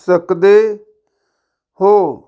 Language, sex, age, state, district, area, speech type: Punjabi, male, 45-60, Punjab, Fazilka, rural, read